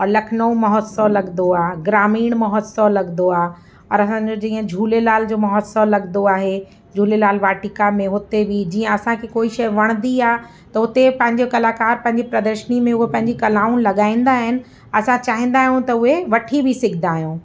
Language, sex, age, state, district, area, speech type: Sindhi, female, 45-60, Uttar Pradesh, Lucknow, urban, spontaneous